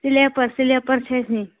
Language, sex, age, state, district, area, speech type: Kashmiri, female, 18-30, Jammu and Kashmir, Anantnag, rural, conversation